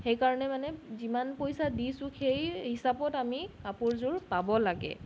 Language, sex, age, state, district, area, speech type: Assamese, female, 30-45, Assam, Sonitpur, rural, spontaneous